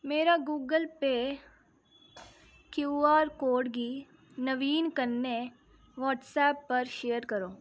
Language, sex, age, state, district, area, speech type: Dogri, female, 30-45, Jammu and Kashmir, Reasi, rural, read